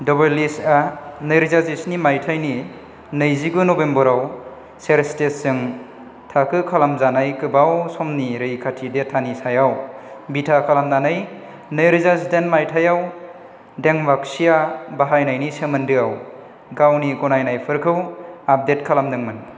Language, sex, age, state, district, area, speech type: Bodo, male, 30-45, Assam, Chirang, rural, read